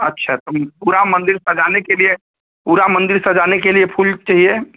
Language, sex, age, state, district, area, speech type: Hindi, male, 45-60, Uttar Pradesh, Ghazipur, rural, conversation